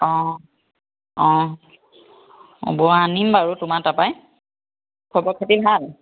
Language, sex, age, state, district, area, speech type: Assamese, female, 30-45, Assam, Biswanath, rural, conversation